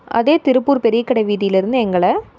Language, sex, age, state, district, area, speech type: Tamil, female, 18-30, Tamil Nadu, Tiruppur, rural, spontaneous